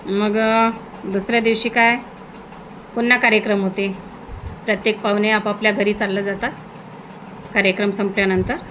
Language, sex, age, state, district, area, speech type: Marathi, female, 45-60, Maharashtra, Nagpur, rural, spontaneous